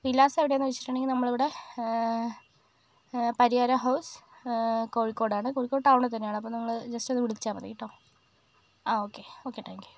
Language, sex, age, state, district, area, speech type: Malayalam, female, 18-30, Kerala, Kozhikode, rural, spontaneous